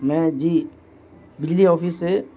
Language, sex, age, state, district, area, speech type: Urdu, male, 18-30, Bihar, Gaya, urban, spontaneous